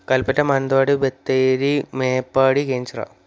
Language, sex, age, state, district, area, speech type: Malayalam, male, 18-30, Kerala, Wayanad, rural, spontaneous